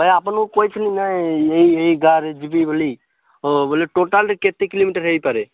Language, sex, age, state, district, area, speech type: Odia, male, 18-30, Odisha, Malkangiri, urban, conversation